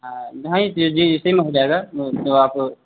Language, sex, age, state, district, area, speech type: Hindi, male, 30-45, Uttar Pradesh, Lucknow, rural, conversation